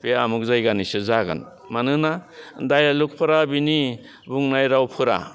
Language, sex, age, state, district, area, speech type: Bodo, male, 60+, Assam, Udalguri, urban, spontaneous